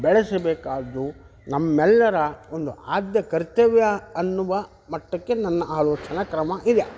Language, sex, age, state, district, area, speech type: Kannada, male, 60+, Karnataka, Vijayanagara, rural, spontaneous